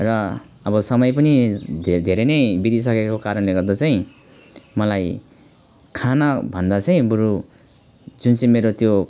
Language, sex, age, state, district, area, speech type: Nepali, male, 30-45, West Bengal, Alipurduar, urban, spontaneous